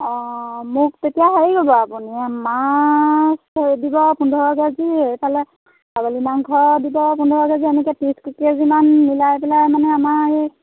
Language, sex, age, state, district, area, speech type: Assamese, female, 30-45, Assam, Golaghat, urban, conversation